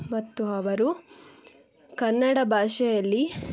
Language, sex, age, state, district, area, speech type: Kannada, female, 18-30, Karnataka, Chitradurga, rural, spontaneous